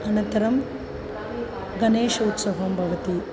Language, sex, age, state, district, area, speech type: Sanskrit, female, 45-60, Tamil Nadu, Chennai, urban, spontaneous